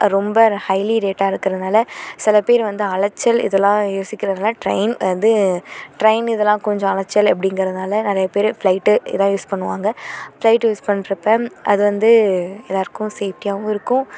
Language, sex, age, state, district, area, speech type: Tamil, female, 18-30, Tamil Nadu, Thanjavur, urban, spontaneous